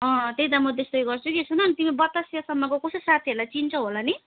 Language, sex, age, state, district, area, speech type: Nepali, female, 60+, West Bengal, Darjeeling, rural, conversation